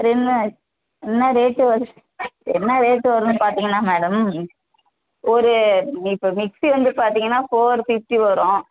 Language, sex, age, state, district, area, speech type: Tamil, female, 18-30, Tamil Nadu, Tenkasi, urban, conversation